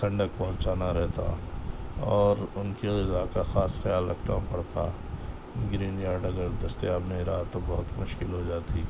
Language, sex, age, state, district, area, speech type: Urdu, male, 45-60, Telangana, Hyderabad, urban, spontaneous